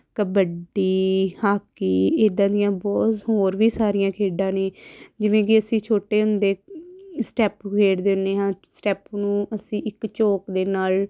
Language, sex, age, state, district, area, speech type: Punjabi, female, 30-45, Punjab, Amritsar, urban, spontaneous